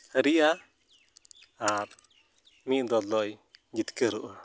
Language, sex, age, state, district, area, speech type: Santali, male, 30-45, West Bengal, Uttar Dinajpur, rural, spontaneous